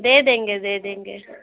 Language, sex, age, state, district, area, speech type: Hindi, female, 30-45, Uttar Pradesh, Bhadohi, rural, conversation